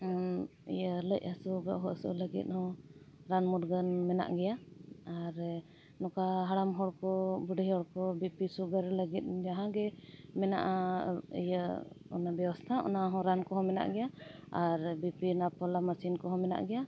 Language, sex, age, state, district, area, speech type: Santali, female, 45-60, Jharkhand, Bokaro, rural, spontaneous